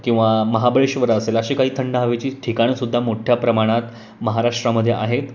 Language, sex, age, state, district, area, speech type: Marathi, male, 18-30, Maharashtra, Pune, urban, spontaneous